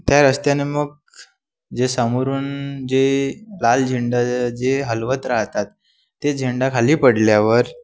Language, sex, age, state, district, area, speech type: Marathi, male, 18-30, Maharashtra, Wardha, urban, spontaneous